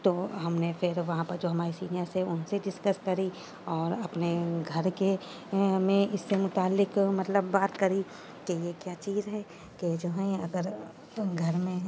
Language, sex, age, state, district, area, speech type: Urdu, female, 30-45, Uttar Pradesh, Shahjahanpur, urban, spontaneous